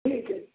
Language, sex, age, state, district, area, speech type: Maithili, male, 60+, Bihar, Samastipur, rural, conversation